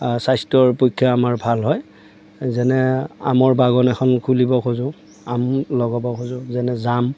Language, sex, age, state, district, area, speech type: Assamese, male, 45-60, Assam, Darrang, rural, spontaneous